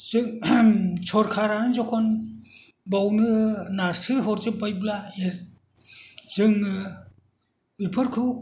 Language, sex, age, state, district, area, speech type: Bodo, male, 60+, Assam, Kokrajhar, rural, spontaneous